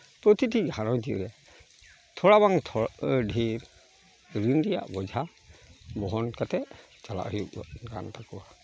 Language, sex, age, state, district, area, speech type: Santali, male, 45-60, West Bengal, Malda, rural, spontaneous